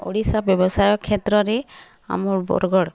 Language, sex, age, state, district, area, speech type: Odia, female, 30-45, Odisha, Bargarh, urban, spontaneous